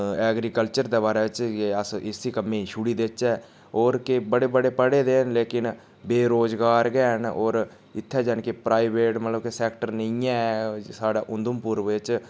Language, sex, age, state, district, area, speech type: Dogri, male, 30-45, Jammu and Kashmir, Udhampur, rural, spontaneous